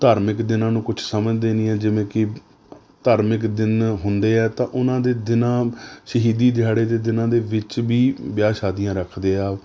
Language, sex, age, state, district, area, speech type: Punjabi, male, 30-45, Punjab, Rupnagar, rural, spontaneous